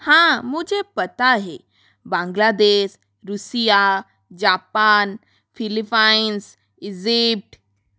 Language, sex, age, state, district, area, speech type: Hindi, female, 30-45, Rajasthan, Jodhpur, rural, spontaneous